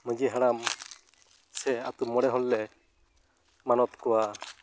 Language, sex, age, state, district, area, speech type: Santali, male, 30-45, West Bengal, Uttar Dinajpur, rural, spontaneous